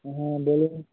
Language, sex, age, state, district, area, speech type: Bengali, male, 18-30, West Bengal, Birbhum, urban, conversation